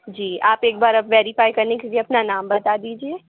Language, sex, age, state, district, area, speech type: Hindi, female, 18-30, Madhya Pradesh, Jabalpur, urban, conversation